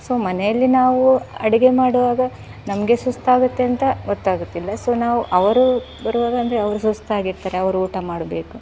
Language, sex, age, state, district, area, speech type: Kannada, female, 30-45, Karnataka, Udupi, rural, spontaneous